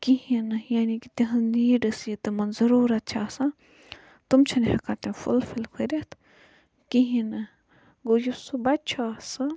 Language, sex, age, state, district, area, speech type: Kashmiri, female, 30-45, Jammu and Kashmir, Budgam, rural, spontaneous